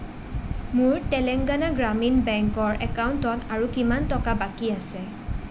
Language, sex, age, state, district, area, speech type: Assamese, female, 18-30, Assam, Nalbari, rural, read